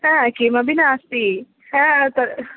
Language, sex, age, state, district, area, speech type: Sanskrit, female, 18-30, Kerala, Thrissur, urban, conversation